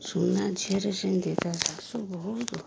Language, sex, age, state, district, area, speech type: Odia, female, 60+, Odisha, Jagatsinghpur, rural, spontaneous